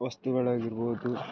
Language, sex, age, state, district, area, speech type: Kannada, male, 18-30, Karnataka, Dakshina Kannada, urban, spontaneous